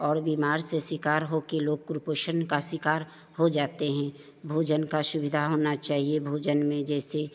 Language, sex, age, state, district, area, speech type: Hindi, female, 45-60, Bihar, Begusarai, rural, spontaneous